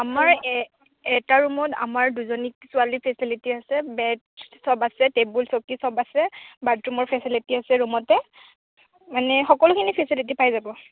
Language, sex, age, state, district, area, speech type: Assamese, female, 18-30, Assam, Kamrup Metropolitan, rural, conversation